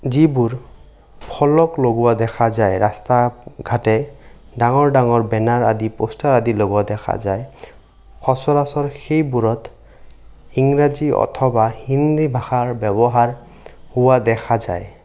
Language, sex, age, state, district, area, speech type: Assamese, male, 18-30, Assam, Sonitpur, rural, spontaneous